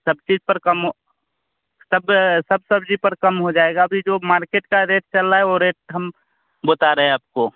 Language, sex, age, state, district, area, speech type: Hindi, male, 30-45, Bihar, Vaishali, urban, conversation